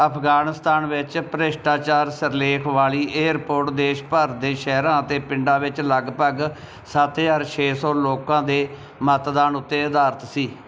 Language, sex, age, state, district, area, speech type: Punjabi, male, 45-60, Punjab, Bathinda, rural, read